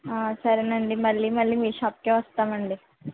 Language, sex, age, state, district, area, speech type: Telugu, female, 30-45, Andhra Pradesh, West Godavari, rural, conversation